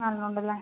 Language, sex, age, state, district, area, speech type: Malayalam, female, 30-45, Kerala, Wayanad, rural, conversation